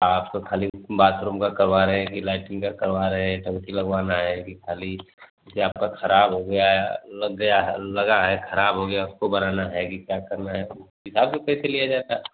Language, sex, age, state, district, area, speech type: Hindi, male, 30-45, Uttar Pradesh, Azamgarh, rural, conversation